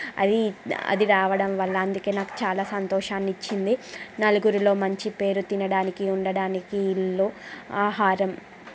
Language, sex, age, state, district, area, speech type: Telugu, female, 30-45, Andhra Pradesh, Srikakulam, urban, spontaneous